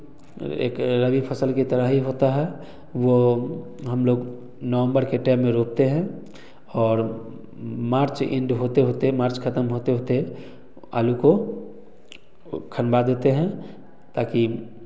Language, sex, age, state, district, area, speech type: Hindi, male, 30-45, Bihar, Samastipur, rural, spontaneous